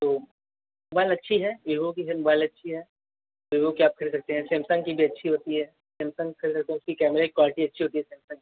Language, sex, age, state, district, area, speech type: Hindi, male, 18-30, Uttar Pradesh, Azamgarh, rural, conversation